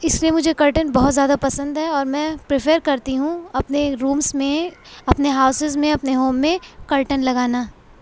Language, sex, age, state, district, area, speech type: Urdu, female, 18-30, Uttar Pradesh, Mau, urban, spontaneous